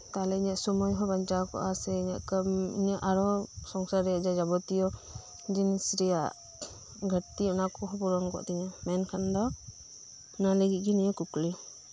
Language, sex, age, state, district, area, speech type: Santali, female, 30-45, West Bengal, Birbhum, rural, spontaneous